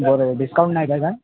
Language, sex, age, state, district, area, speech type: Marathi, male, 30-45, Maharashtra, Ratnagiri, urban, conversation